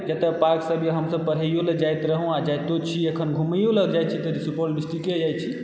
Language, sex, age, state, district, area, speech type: Maithili, male, 18-30, Bihar, Supaul, urban, spontaneous